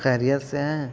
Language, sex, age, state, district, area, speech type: Urdu, male, 18-30, Bihar, Gaya, urban, spontaneous